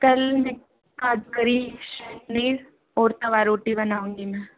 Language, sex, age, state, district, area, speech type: Hindi, female, 18-30, Rajasthan, Jaipur, rural, conversation